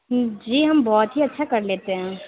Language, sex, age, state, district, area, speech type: Urdu, female, 60+, Uttar Pradesh, Lucknow, urban, conversation